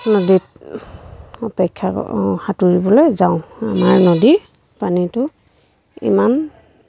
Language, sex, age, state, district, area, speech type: Assamese, female, 30-45, Assam, Lakhimpur, rural, spontaneous